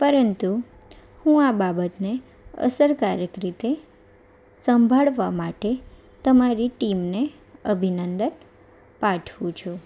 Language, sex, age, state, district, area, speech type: Gujarati, female, 18-30, Gujarat, Anand, urban, spontaneous